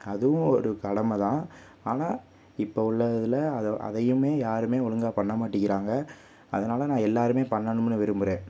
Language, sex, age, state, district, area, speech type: Tamil, male, 30-45, Tamil Nadu, Pudukkottai, rural, spontaneous